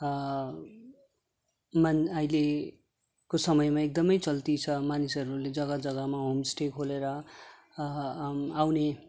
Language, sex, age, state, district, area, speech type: Nepali, male, 30-45, West Bengal, Darjeeling, rural, spontaneous